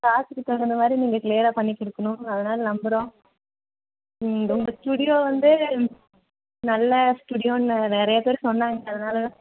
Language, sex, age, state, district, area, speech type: Tamil, female, 45-60, Tamil Nadu, Nilgiris, rural, conversation